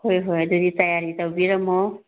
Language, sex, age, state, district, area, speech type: Manipuri, female, 45-60, Manipur, Imphal East, rural, conversation